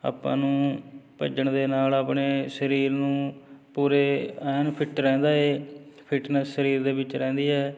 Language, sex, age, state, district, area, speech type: Punjabi, male, 30-45, Punjab, Fatehgarh Sahib, rural, spontaneous